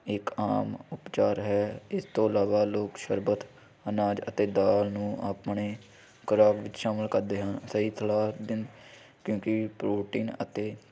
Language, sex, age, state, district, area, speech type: Punjabi, male, 18-30, Punjab, Hoshiarpur, rural, spontaneous